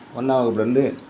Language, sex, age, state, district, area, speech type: Tamil, male, 60+, Tamil Nadu, Perambalur, rural, spontaneous